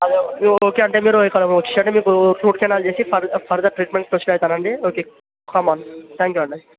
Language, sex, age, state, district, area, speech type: Telugu, male, 18-30, Telangana, Vikarabad, urban, conversation